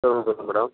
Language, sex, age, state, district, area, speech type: Tamil, male, 60+, Tamil Nadu, Sivaganga, urban, conversation